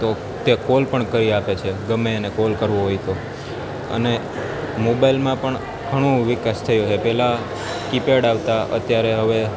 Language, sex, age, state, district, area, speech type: Gujarati, male, 18-30, Gujarat, Junagadh, urban, spontaneous